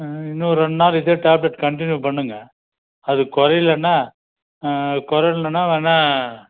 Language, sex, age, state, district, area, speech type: Tamil, male, 45-60, Tamil Nadu, Krishnagiri, rural, conversation